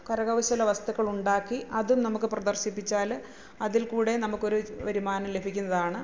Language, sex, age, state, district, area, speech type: Malayalam, female, 45-60, Kerala, Kollam, rural, spontaneous